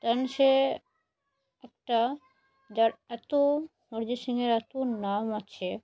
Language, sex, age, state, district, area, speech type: Bengali, female, 18-30, West Bengal, Murshidabad, urban, spontaneous